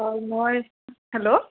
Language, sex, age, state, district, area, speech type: Assamese, female, 30-45, Assam, Dhemaji, urban, conversation